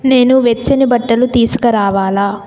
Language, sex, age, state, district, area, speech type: Telugu, female, 18-30, Telangana, Nalgonda, urban, read